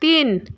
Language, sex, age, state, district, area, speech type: Bengali, female, 45-60, West Bengal, Purba Medinipur, rural, read